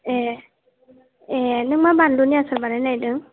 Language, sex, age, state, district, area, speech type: Bodo, female, 18-30, Assam, Chirang, urban, conversation